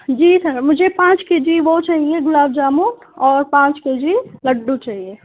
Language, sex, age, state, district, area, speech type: Urdu, female, 18-30, Uttar Pradesh, Balrampur, rural, conversation